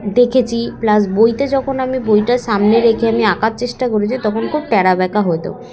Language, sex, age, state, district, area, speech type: Bengali, female, 18-30, West Bengal, Hooghly, urban, spontaneous